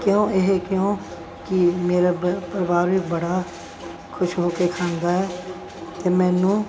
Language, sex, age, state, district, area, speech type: Punjabi, female, 60+, Punjab, Bathinda, urban, spontaneous